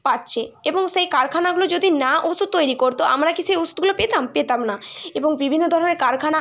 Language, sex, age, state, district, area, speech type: Bengali, female, 18-30, West Bengal, Bankura, urban, spontaneous